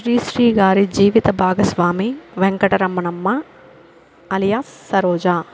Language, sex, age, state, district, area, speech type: Telugu, female, 30-45, Andhra Pradesh, Kadapa, rural, spontaneous